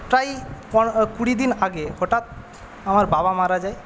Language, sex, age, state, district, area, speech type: Bengali, male, 30-45, West Bengal, Paschim Medinipur, rural, spontaneous